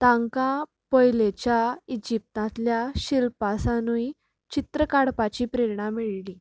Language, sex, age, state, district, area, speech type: Goan Konkani, female, 18-30, Goa, Canacona, rural, spontaneous